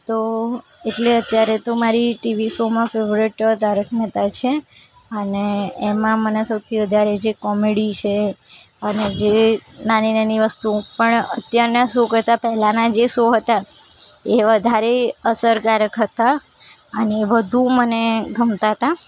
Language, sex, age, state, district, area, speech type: Gujarati, female, 18-30, Gujarat, Ahmedabad, urban, spontaneous